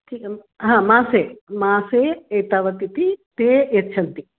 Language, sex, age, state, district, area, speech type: Sanskrit, female, 60+, Karnataka, Bangalore Urban, urban, conversation